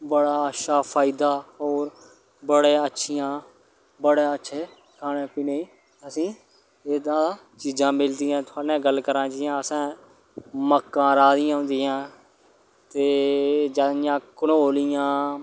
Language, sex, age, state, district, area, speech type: Dogri, male, 30-45, Jammu and Kashmir, Udhampur, rural, spontaneous